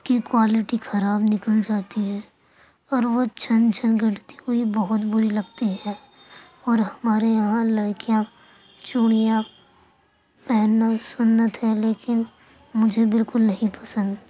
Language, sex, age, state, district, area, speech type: Urdu, female, 45-60, Uttar Pradesh, Gautam Buddha Nagar, rural, spontaneous